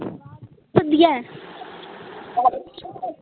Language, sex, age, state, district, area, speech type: Dogri, female, 30-45, Jammu and Kashmir, Udhampur, urban, conversation